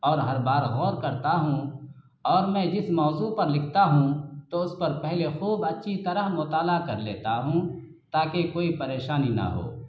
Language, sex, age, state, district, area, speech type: Urdu, male, 45-60, Bihar, Araria, rural, spontaneous